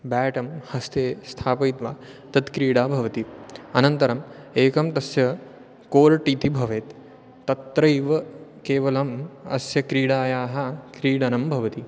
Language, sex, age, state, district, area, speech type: Sanskrit, male, 18-30, Maharashtra, Chandrapur, rural, spontaneous